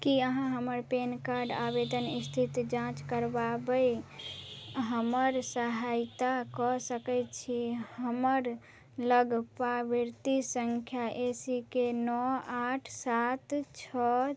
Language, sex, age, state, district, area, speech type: Maithili, female, 18-30, Bihar, Madhubani, rural, read